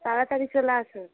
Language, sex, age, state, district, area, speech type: Bengali, female, 45-60, West Bengal, Hooghly, rural, conversation